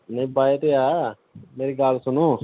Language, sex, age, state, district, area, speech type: Punjabi, male, 30-45, Punjab, Pathankot, urban, conversation